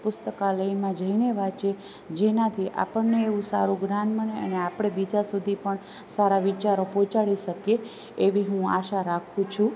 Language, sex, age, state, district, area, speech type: Gujarati, female, 30-45, Gujarat, Rajkot, rural, spontaneous